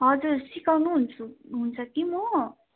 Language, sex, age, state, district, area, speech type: Nepali, female, 18-30, West Bengal, Darjeeling, rural, conversation